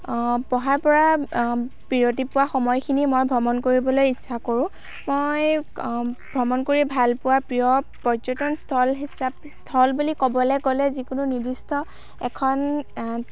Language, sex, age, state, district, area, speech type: Assamese, female, 18-30, Assam, Lakhimpur, rural, spontaneous